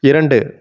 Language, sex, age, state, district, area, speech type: Tamil, male, 45-60, Tamil Nadu, Erode, urban, read